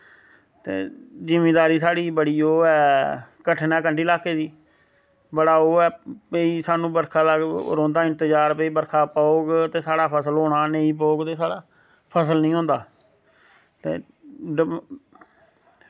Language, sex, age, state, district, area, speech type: Dogri, male, 30-45, Jammu and Kashmir, Samba, rural, spontaneous